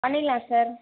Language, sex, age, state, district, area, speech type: Tamil, female, 18-30, Tamil Nadu, Vellore, urban, conversation